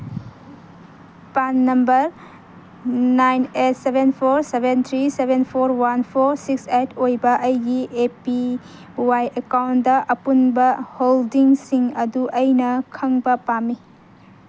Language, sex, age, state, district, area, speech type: Manipuri, female, 18-30, Manipur, Kangpokpi, urban, read